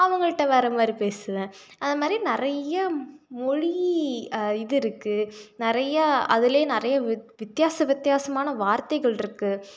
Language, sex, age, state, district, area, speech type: Tamil, female, 18-30, Tamil Nadu, Salem, urban, spontaneous